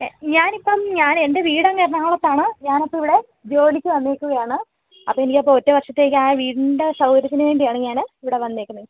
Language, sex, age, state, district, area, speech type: Malayalam, female, 18-30, Kerala, Kozhikode, rural, conversation